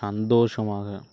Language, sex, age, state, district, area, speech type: Tamil, male, 45-60, Tamil Nadu, Ariyalur, rural, read